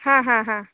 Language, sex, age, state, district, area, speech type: Kannada, female, 18-30, Karnataka, Uttara Kannada, rural, conversation